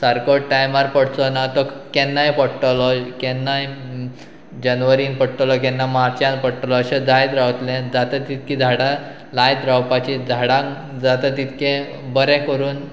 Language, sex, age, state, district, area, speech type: Goan Konkani, male, 30-45, Goa, Pernem, rural, spontaneous